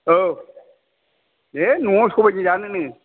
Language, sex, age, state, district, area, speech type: Bodo, male, 60+, Assam, Kokrajhar, rural, conversation